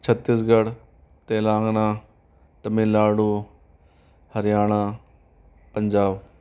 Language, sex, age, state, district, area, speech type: Hindi, male, 18-30, Rajasthan, Jaipur, urban, spontaneous